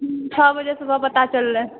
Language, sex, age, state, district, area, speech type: Maithili, female, 18-30, Bihar, Purnia, urban, conversation